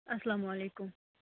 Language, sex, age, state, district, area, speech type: Kashmiri, female, 30-45, Jammu and Kashmir, Kupwara, rural, conversation